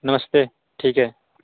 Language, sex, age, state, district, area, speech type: Hindi, male, 30-45, Uttar Pradesh, Bhadohi, rural, conversation